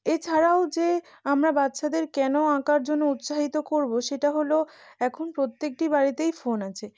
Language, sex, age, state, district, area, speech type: Bengali, female, 18-30, West Bengal, North 24 Parganas, urban, spontaneous